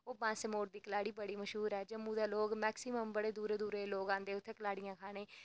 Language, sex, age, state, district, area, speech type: Dogri, female, 18-30, Jammu and Kashmir, Reasi, rural, spontaneous